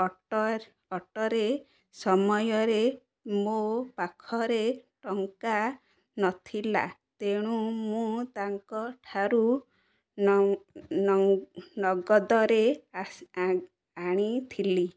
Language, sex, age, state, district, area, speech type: Odia, female, 30-45, Odisha, Ganjam, urban, spontaneous